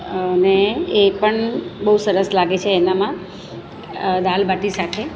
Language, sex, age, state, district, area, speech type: Gujarati, female, 45-60, Gujarat, Surat, rural, spontaneous